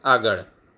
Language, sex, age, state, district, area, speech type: Gujarati, male, 45-60, Gujarat, Anand, urban, read